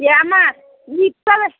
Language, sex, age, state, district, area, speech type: Tamil, female, 60+, Tamil Nadu, Tiruppur, rural, conversation